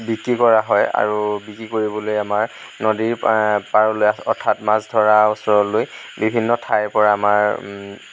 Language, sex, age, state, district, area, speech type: Assamese, male, 30-45, Assam, Lakhimpur, rural, spontaneous